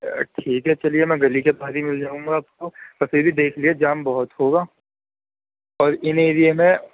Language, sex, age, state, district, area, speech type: Urdu, male, 18-30, Delhi, Central Delhi, urban, conversation